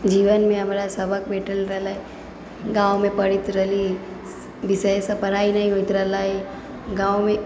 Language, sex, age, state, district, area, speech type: Maithili, female, 18-30, Bihar, Sitamarhi, rural, spontaneous